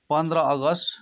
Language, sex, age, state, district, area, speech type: Nepali, male, 45-60, West Bengal, Darjeeling, rural, spontaneous